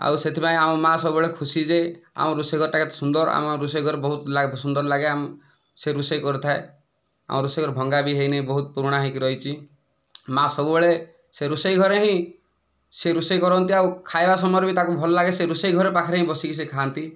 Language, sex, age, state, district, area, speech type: Odia, male, 45-60, Odisha, Kandhamal, rural, spontaneous